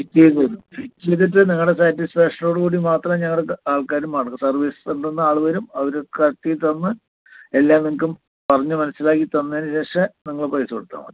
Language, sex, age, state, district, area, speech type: Malayalam, male, 60+, Kerala, Palakkad, rural, conversation